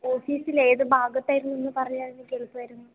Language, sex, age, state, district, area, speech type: Malayalam, female, 18-30, Kerala, Idukki, rural, conversation